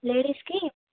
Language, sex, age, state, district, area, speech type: Telugu, female, 18-30, Andhra Pradesh, Bapatla, urban, conversation